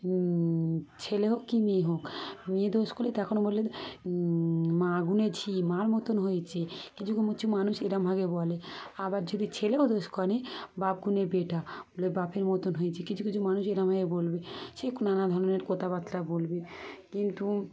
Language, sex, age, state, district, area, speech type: Bengali, female, 30-45, West Bengal, Dakshin Dinajpur, urban, spontaneous